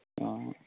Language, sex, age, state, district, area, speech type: Hindi, male, 30-45, Uttar Pradesh, Azamgarh, rural, conversation